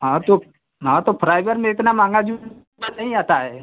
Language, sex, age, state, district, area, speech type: Hindi, male, 45-60, Uttar Pradesh, Mau, urban, conversation